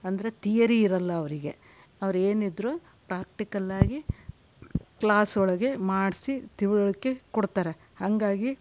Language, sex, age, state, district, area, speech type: Kannada, female, 60+, Karnataka, Shimoga, rural, spontaneous